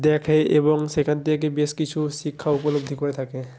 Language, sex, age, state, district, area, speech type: Bengali, male, 30-45, West Bengal, Jalpaiguri, rural, spontaneous